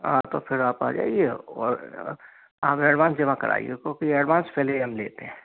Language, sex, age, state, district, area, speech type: Hindi, male, 45-60, Madhya Pradesh, Gwalior, rural, conversation